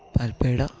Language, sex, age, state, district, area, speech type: Malayalam, male, 30-45, Kerala, Idukki, rural, spontaneous